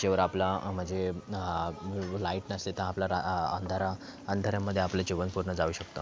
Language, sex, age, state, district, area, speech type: Marathi, male, 18-30, Maharashtra, Thane, urban, spontaneous